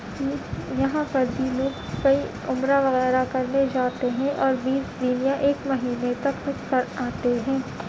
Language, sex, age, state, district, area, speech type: Urdu, female, 18-30, Uttar Pradesh, Gautam Buddha Nagar, urban, spontaneous